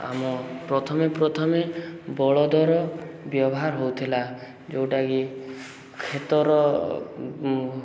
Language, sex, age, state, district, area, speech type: Odia, male, 18-30, Odisha, Subarnapur, urban, spontaneous